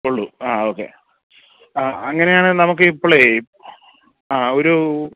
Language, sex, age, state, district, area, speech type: Malayalam, male, 30-45, Kerala, Idukki, rural, conversation